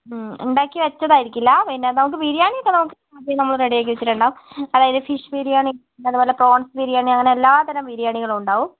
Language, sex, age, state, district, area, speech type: Malayalam, female, 18-30, Kerala, Wayanad, rural, conversation